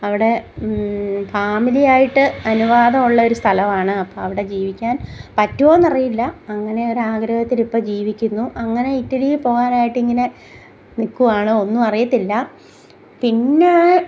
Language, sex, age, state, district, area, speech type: Malayalam, female, 45-60, Kerala, Kottayam, rural, spontaneous